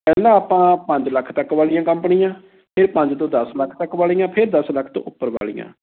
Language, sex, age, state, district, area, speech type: Punjabi, male, 30-45, Punjab, Amritsar, rural, conversation